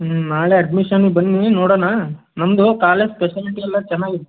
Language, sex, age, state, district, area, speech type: Kannada, male, 18-30, Karnataka, Chitradurga, rural, conversation